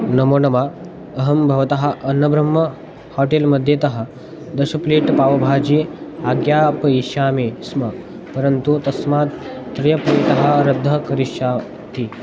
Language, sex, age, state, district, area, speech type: Sanskrit, male, 18-30, Maharashtra, Osmanabad, rural, spontaneous